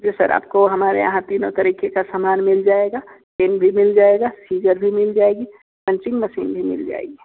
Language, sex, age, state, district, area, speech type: Hindi, male, 18-30, Uttar Pradesh, Sonbhadra, rural, conversation